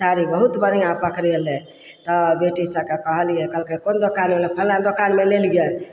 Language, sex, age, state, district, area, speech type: Maithili, female, 60+, Bihar, Samastipur, rural, spontaneous